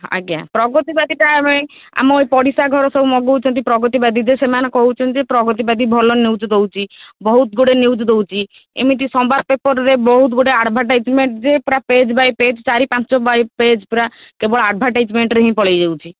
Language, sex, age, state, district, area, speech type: Odia, female, 18-30, Odisha, Kendrapara, urban, conversation